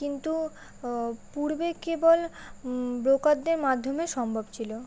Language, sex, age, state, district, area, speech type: Bengali, female, 18-30, West Bengal, Kolkata, urban, spontaneous